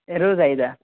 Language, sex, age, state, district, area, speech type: Telugu, male, 18-30, Telangana, Hanamkonda, urban, conversation